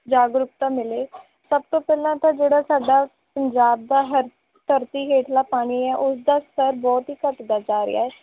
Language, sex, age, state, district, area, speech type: Punjabi, female, 18-30, Punjab, Faridkot, urban, conversation